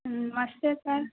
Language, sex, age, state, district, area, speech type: Maithili, female, 18-30, Bihar, Madhubani, urban, conversation